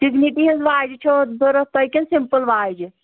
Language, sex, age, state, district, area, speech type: Kashmiri, female, 18-30, Jammu and Kashmir, Anantnag, rural, conversation